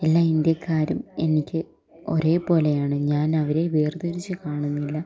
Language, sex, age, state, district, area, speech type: Malayalam, female, 18-30, Kerala, Palakkad, rural, spontaneous